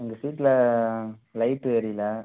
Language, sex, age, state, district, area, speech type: Tamil, male, 18-30, Tamil Nadu, Ariyalur, rural, conversation